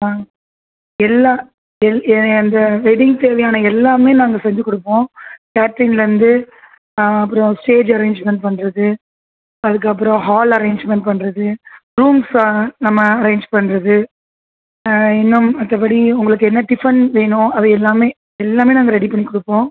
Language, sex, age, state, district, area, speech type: Tamil, female, 30-45, Tamil Nadu, Tiruchirappalli, rural, conversation